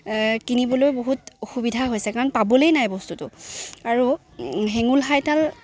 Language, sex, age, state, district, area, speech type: Assamese, female, 18-30, Assam, Lakhimpur, urban, spontaneous